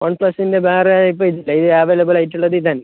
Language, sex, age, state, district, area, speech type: Malayalam, male, 18-30, Kerala, Kasaragod, rural, conversation